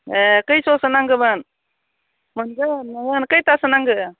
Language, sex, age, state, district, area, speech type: Bodo, female, 30-45, Assam, Udalguri, urban, conversation